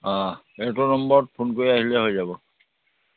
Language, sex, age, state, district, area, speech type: Assamese, male, 45-60, Assam, Sivasagar, rural, conversation